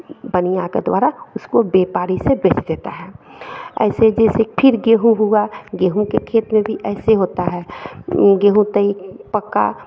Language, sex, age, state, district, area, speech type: Hindi, female, 45-60, Bihar, Madhepura, rural, spontaneous